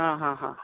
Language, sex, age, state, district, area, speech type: Sanskrit, male, 45-60, Karnataka, Bangalore Urban, urban, conversation